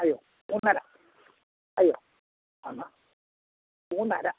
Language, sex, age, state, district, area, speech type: Malayalam, male, 60+, Kerala, Idukki, rural, conversation